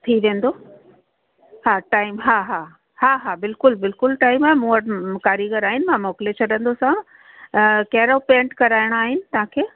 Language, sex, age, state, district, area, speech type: Sindhi, female, 45-60, Uttar Pradesh, Lucknow, urban, conversation